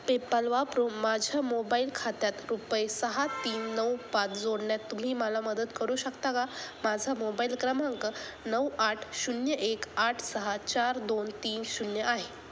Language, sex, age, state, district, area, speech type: Marathi, female, 18-30, Maharashtra, Ahmednagar, urban, read